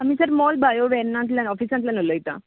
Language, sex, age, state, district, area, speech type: Goan Konkani, female, 18-30, Goa, Tiswadi, rural, conversation